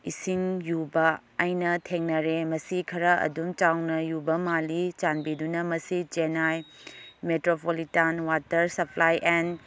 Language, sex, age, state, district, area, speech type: Manipuri, female, 30-45, Manipur, Kangpokpi, urban, read